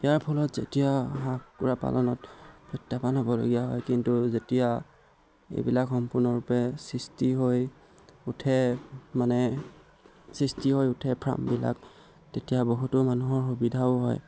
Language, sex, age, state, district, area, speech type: Assamese, male, 18-30, Assam, Golaghat, rural, spontaneous